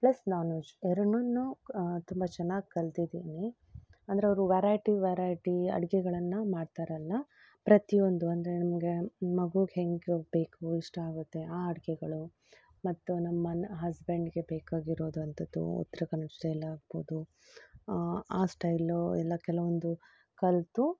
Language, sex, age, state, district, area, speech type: Kannada, female, 30-45, Karnataka, Udupi, rural, spontaneous